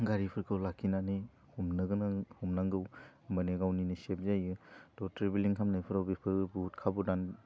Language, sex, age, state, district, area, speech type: Bodo, male, 18-30, Assam, Udalguri, urban, spontaneous